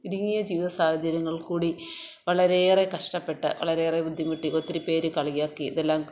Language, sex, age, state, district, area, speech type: Malayalam, female, 45-60, Kerala, Kottayam, rural, spontaneous